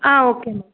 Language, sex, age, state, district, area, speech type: Tamil, female, 18-30, Tamil Nadu, Chennai, urban, conversation